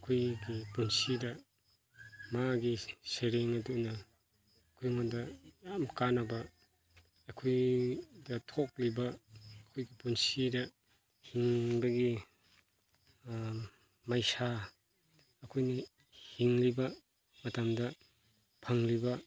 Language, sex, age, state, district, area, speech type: Manipuri, male, 30-45, Manipur, Chandel, rural, spontaneous